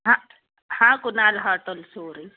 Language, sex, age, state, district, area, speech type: Hindi, female, 60+, Madhya Pradesh, Betul, urban, conversation